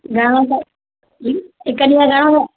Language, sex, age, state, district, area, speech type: Sindhi, female, 60+, Maharashtra, Mumbai Suburban, rural, conversation